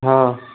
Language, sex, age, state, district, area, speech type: Hindi, male, 18-30, Bihar, Vaishali, rural, conversation